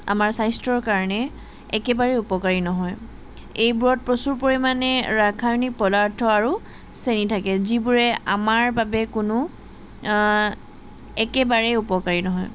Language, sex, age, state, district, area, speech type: Assamese, female, 18-30, Assam, Jorhat, urban, spontaneous